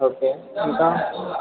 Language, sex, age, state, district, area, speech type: Telugu, male, 18-30, Telangana, Sangareddy, urban, conversation